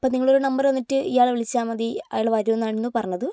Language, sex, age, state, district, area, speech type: Malayalam, female, 18-30, Kerala, Kozhikode, urban, spontaneous